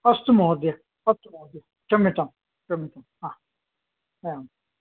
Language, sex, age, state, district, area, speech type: Sanskrit, male, 60+, Karnataka, Mysore, urban, conversation